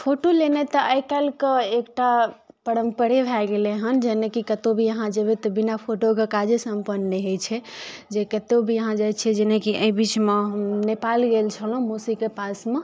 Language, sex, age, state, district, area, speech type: Maithili, female, 18-30, Bihar, Darbhanga, rural, spontaneous